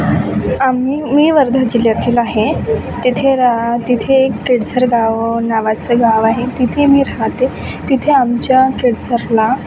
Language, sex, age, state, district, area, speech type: Marathi, female, 18-30, Maharashtra, Wardha, rural, spontaneous